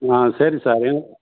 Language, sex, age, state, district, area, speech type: Tamil, male, 60+, Tamil Nadu, Tiruvannamalai, urban, conversation